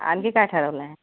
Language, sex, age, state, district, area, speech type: Marathi, female, 45-60, Maharashtra, Nagpur, urban, conversation